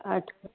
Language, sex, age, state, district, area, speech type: Sindhi, female, 60+, Gujarat, Surat, urban, conversation